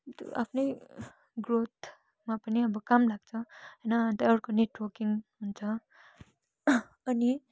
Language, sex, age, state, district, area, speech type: Nepali, female, 18-30, West Bengal, Kalimpong, rural, spontaneous